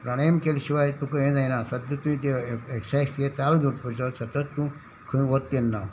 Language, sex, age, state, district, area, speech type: Goan Konkani, male, 60+, Goa, Salcete, rural, spontaneous